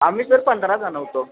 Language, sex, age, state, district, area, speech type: Marathi, male, 18-30, Maharashtra, Kolhapur, urban, conversation